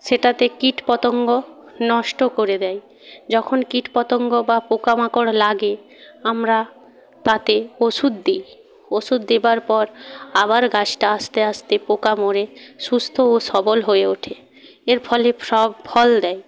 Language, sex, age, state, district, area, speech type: Bengali, female, 60+, West Bengal, Jhargram, rural, spontaneous